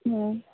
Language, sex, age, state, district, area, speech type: Odia, female, 45-60, Odisha, Sambalpur, rural, conversation